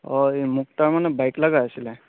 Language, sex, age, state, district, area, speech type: Assamese, male, 45-60, Assam, Darrang, rural, conversation